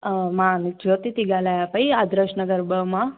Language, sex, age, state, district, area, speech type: Sindhi, female, 18-30, Gujarat, Junagadh, rural, conversation